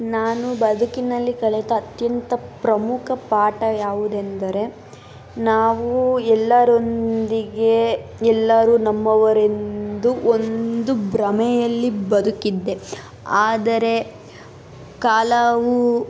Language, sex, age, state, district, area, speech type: Kannada, female, 18-30, Karnataka, Tumkur, rural, spontaneous